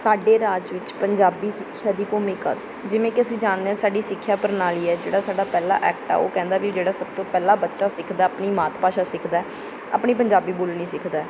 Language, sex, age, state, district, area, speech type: Punjabi, female, 18-30, Punjab, Bathinda, rural, spontaneous